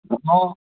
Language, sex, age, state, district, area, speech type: Manipuri, male, 30-45, Manipur, Thoubal, rural, conversation